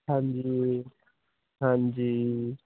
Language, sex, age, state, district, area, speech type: Punjabi, male, 18-30, Punjab, Hoshiarpur, rural, conversation